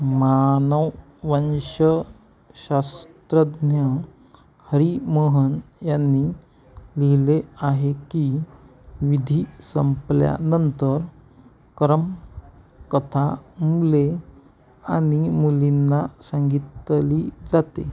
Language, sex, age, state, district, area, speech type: Marathi, female, 30-45, Maharashtra, Amravati, rural, read